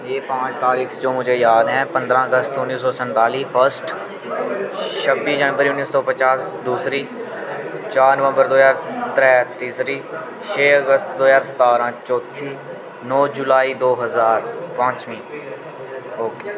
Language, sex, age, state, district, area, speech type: Dogri, male, 18-30, Jammu and Kashmir, Udhampur, rural, spontaneous